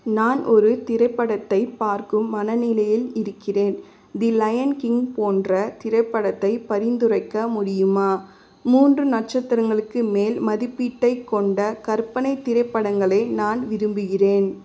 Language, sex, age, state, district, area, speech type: Tamil, female, 30-45, Tamil Nadu, Vellore, urban, read